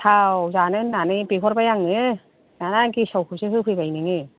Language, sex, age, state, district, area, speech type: Bodo, female, 60+, Assam, Kokrajhar, rural, conversation